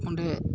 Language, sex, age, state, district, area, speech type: Santali, male, 18-30, West Bengal, Malda, rural, spontaneous